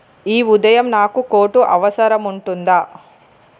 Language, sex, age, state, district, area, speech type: Telugu, female, 45-60, Andhra Pradesh, Srikakulam, urban, read